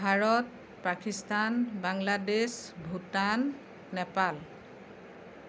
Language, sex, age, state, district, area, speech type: Assamese, female, 45-60, Assam, Darrang, rural, spontaneous